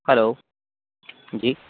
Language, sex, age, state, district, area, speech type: Urdu, male, 30-45, Uttar Pradesh, Lucknow, urban, conversation